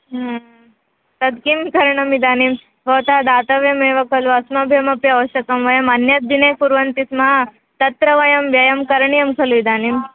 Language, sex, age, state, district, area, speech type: Sanskrit, female, 18-30, Karnataka, Dharwad, urban, conversation